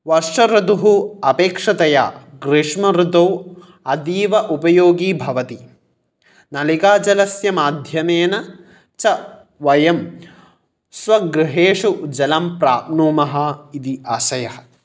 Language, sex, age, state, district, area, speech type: Sanskrit, male, 18-30, Kerala, Kottayam, urban, spontaneous